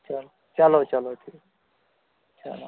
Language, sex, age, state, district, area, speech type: Kashmiri, male, 30-45, Jammu and Kashmir, Shopian, urban, conversation